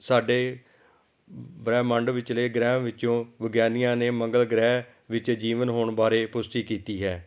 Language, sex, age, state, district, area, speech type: Punjabi, male, 45-60, Punjab, Amritsar, urban, spontaneous